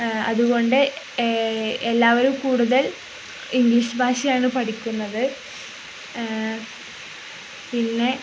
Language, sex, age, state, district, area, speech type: Malayalam, female, 30-45, Kerala, Kozhikode, rural, spontaneous